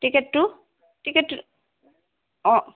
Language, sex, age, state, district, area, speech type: Assamese, female, 60+, Assam, Goalpara, urban, conversation